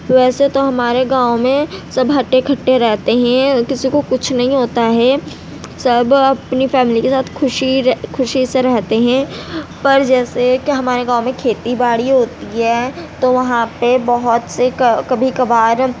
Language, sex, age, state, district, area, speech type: Urdu, female, 18-30, Uttar Pradesh, Gautam Buddha Nagar, rural, spontaneous